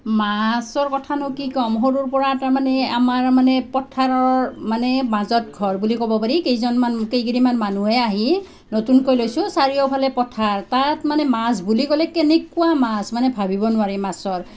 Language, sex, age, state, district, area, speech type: Assamese, female, 45-60, Assam, Nalbari, rural, spontaneous